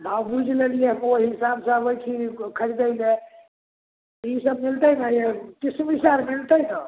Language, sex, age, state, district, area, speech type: Maithili, male, 60+, Bihar, Samastipur, rural, conversation